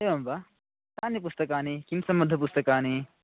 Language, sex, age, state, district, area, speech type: Sanskrit, male, 18-30, Karnataka, Chikkamagaluru, rural, conversation